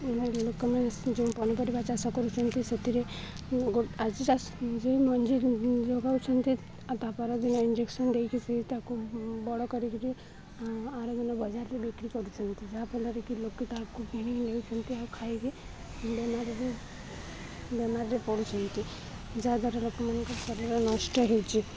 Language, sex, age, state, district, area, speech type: Odia, female, 18-30, Odisha, Balangir, urban, spontaneous